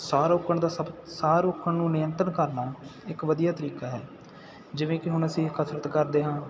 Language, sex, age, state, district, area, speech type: Punjabi, male, 18-30, Punjab, Muktsar, rural, spontaneous